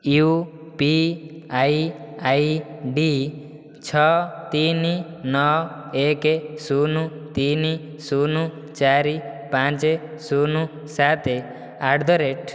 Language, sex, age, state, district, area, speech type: Odia, male, 18-30, Odisha, Dhenkanal, rural, read